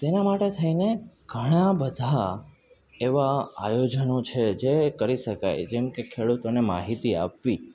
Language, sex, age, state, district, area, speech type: Gujarati, male, 18-30, Gujarat, Rajkot, urban, spontaneous